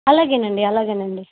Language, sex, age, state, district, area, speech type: Telugu, female, 18-30, Andhra Pradesh, Eluru, urban, conversation